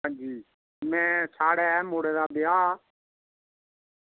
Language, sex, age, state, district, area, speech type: Dogri, male, 60+, Jammu and Kashmir, Reasi, rural, conversation